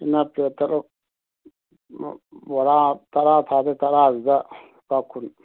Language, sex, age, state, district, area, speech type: Manipuri, male, 45-60, Manipur, Churachandpur, rural, conversation